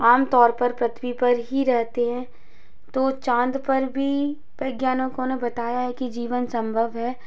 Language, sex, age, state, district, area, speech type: Hindi, female, 18-30, Madhya Pradesh, Hoshangabad, urban, spontaneous